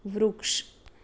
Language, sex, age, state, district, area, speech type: Gujarati, female, 30-45, Gujarat, Anand, urban, read